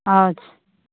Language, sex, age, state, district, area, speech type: Maithili, female, 60+, Bihar, Araria, rural, conversation